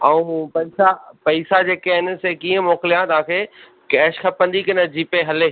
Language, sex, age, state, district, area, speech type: Sindhi, male, 30-45, Maharashtra, Thane, urban, conversation